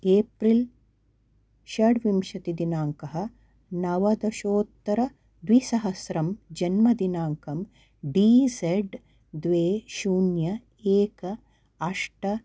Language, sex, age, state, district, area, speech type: Sanskrit, female, 45-60, Karnataka, Mysore, urban, read